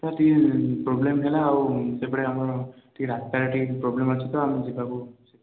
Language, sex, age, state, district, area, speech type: Odia, male, 18-30, Odisha, Khordha, rural, conversation